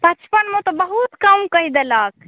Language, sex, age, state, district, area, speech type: Maithili, female, 45-60, Bihar, Supaul, rural, conversation